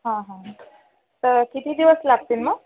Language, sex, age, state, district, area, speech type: Marathi, female, 30-45, Maharashtra, Akola, urban, conversation